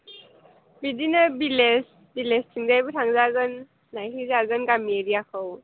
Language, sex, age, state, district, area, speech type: Bodo, female, 18-30, Assam, Chirang, rural, conversation